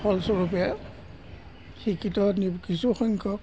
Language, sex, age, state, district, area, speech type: Assamese, male, 60+, Assam, Golaghat, rural, spontaneous